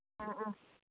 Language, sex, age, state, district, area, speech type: Manipuri, female, 18-30, Manipur, Senapati, rural, conversation